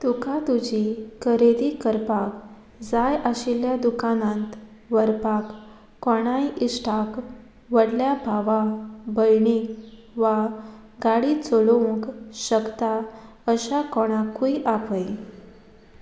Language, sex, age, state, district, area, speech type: Goan Konkani, female, 18-30, Goa, Murmgao, rural, read